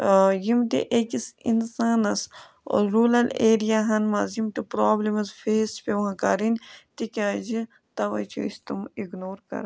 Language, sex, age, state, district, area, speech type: Kashmiri, female, 18-30, Jammu and Kashmir, Budgam, rural, spontaneous